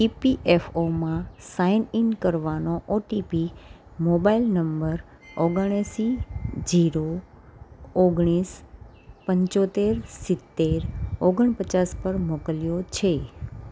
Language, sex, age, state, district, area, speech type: Gujarati, female, 30-45, Gujarat, Kheda, urban, read